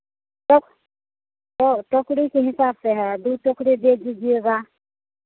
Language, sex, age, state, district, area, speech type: Hindi, female, 45-60, Bihar, Madhepura, rural, conversation